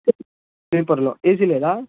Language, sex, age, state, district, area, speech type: Telugu, male, 18-30, Andhra Pradesh, Palnadu, rural, conversation